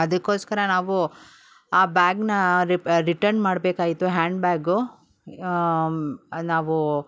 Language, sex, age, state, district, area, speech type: Kannada, female, 45-60, Karnataka, Bangalore Urban, rural, spontaneous